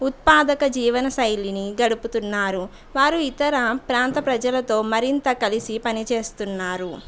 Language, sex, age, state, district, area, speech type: Telugu, female, 18-30, Andhra Pradesh, Konaseema, urban, spontaneous